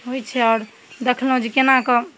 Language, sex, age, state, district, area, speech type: Maithili, female, 18-30, Bihar, Darbhanga, rural, spontaneous